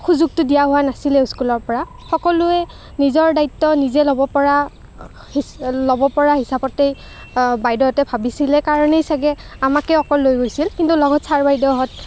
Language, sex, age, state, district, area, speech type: Assamese, female, 30-45, Assam, Kamrup Metropolitan, urban, spontaneous